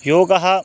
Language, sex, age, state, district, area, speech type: Sanskrit, male, 18-30, Bihar, Madhubani, rural, spontaneous